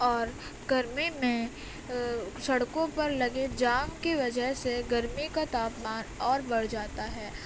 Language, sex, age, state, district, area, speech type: Urdu, female, 18-30, Uttar Pradesh, Gautam Buddha Nagar, urban, spontaneous